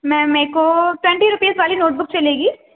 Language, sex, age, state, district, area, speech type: Urdu, female, 18-30, Uttar Pradesh, Gautam Buddha Nagar, rural, conversation